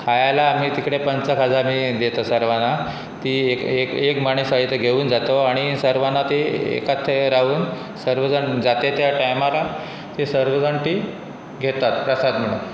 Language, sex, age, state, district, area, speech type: Goan Konkani, male, 45-60, Goa, Pernem, rural, spontaneous